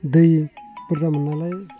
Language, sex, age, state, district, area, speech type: Bodo, male, 30-45, Assam, Baksa, rural, spontaneous